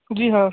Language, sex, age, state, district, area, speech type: Hindi, male, 18-30, Rajasthan, Bharatpur, urban, conversation